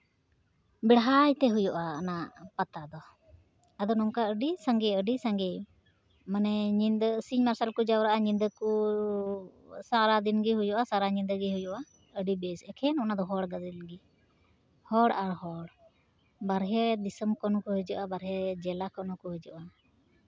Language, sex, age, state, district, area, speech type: Santali, female, 30-45, West Bengal, Uttar Dinajpur, rural, spontaneous